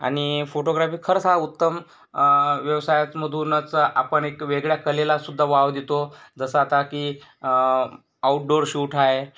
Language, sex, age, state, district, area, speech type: Marathi, male, 18-30, Maharashtra, Yavatmal, rural, spontaneous